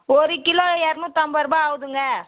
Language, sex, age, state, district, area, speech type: Tamil, female, 60+, Tamil Nadu, Viluppuram, rural, conversation